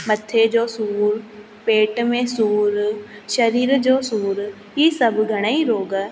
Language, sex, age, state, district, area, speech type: Sindhi, female, 18-30, Rajasthan, Ajmer, urban, spontaneous